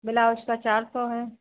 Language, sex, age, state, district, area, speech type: Hindi, female, 45-60, Uttar Pradesh, Azamgarh, urban, conversation